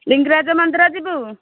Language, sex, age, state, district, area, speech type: Odia, female, 30-45, Odisha, Nayagarh, rural, conversation